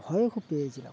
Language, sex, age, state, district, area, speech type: Bengali, male, 30-45, West Bengal, Uttar Dinajpur, urban, spontaneous